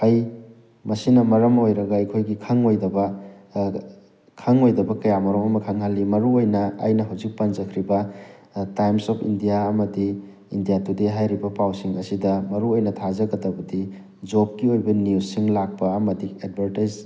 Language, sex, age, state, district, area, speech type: Manipuri, male, 30-45, Manipur, Thoubal, rural, spontaneous